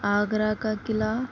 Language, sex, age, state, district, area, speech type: Urdu, female, 18-30, Uttar Pradesh, Gautam Buddha Nagar, urban, spontaneous